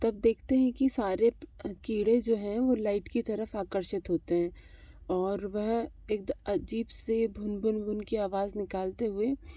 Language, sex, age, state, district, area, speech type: Hindi, female, 60+, Madhya Pradesh, Bhopal, urban, spontaneous